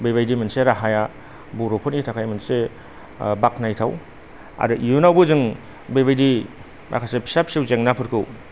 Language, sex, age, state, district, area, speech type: Bodo, male, 45-60, Assam, Kokrajhar, rural, spontaneous